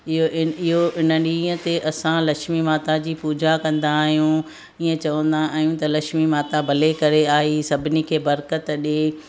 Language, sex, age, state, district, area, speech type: Sindhi, female, 45-60, Maharashtra, Thane, urban, spontaneous